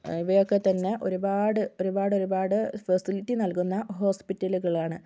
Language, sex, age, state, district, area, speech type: Malayalam, female, 18-30, Kerala, Kozhikode, urban, spontaneous